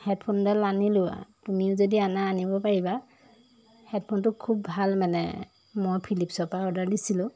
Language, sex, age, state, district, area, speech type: Assamese, female, 45-60, Assam, Jorhat, urban, spontaneous